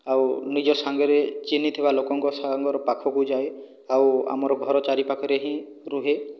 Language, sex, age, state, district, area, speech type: Odia, male, 45-60, Odisha, Boudh, rural, spontaneous